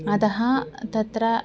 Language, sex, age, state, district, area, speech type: Sanskrit, female, 18-30, Kerala, Thiruvananthapuram, urban, spontaneous